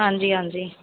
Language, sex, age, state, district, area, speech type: Punjabi, female, 30-45, Punjab, Jalandhar, urban, conversation